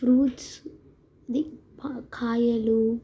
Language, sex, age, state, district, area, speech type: Telugu, female, 18-30, Telangana, Mancherial, rural, spontaneous